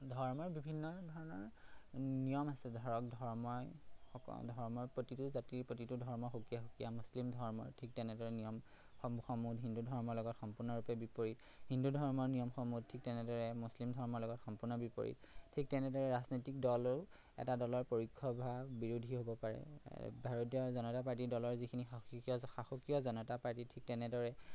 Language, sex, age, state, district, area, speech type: Assamese, male, 30-45, Assam, Majuli, urban, spontaneous